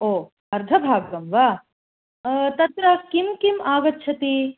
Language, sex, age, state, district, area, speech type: Sanskrit, female, 30-45, Karnataka, Hassan, urban, conversation